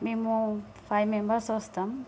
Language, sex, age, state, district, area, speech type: Telugu, female, 30-45, Andhra Pradesh, Visakhapatnam, urban, spontaneous